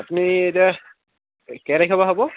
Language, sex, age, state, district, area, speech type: Assamese, male, 18-30, Assam, Dibrugarh, urban, conversation